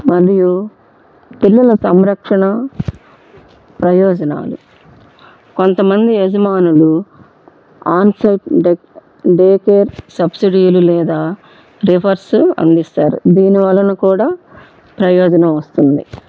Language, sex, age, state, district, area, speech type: Telugu, female, 45-60, Andhra Pradesh, Bapatla, urban, spontaneous